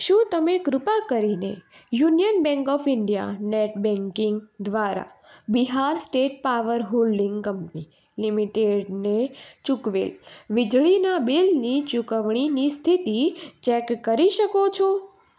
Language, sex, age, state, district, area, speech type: Gujarati, female, 18-30, Gujarat, Surat, urban, read